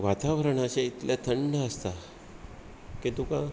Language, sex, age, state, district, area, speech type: Goan Konkani, male, 45-60, Goa, Bardez, rural, spontaneous